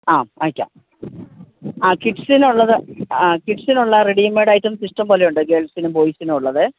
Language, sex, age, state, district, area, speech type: Malayalam, female, 45-60, Kerala, Idukki, rural, conversation